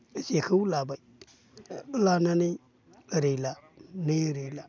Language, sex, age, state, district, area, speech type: Bodo, male, 45-60, Assam, Baksa, urban, spontaneous